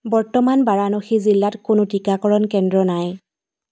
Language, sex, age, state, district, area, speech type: Assamese, female, 30-45, Assam, Dibrugarh, rural, read